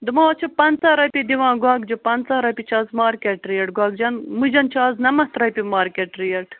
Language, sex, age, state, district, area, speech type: Kashmiri, female, 30-45, Jammu and Kashmir, Bandipora, rural, conversation